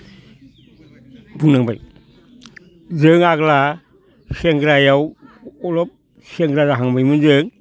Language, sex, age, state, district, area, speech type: Bodo, male, 60+, Assam, Baksa, urban, spontaneous